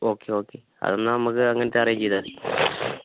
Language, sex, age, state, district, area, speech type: Malayalam, male, 45-60, Kerala, Wayanad, rural, conversation